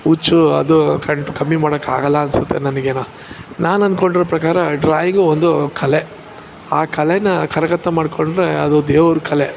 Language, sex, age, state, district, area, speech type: Kannada, male, 45-60, Karnataka, Ramanagara, urban, spontaneous